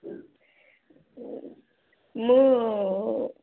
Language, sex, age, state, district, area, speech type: Odia, female, 30-45, Odisha, Sambalpur, rural, conversation